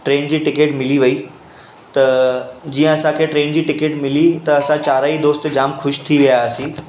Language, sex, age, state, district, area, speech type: Sindhi, male, 18-30, Maharashtra, Mumbai Suburban, urban, spontaneous